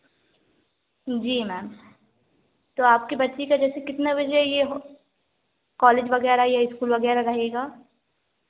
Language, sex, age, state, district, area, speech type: Hindi, female, 18-30, Madhya Pradesh, Narsinghpur, rural, conversation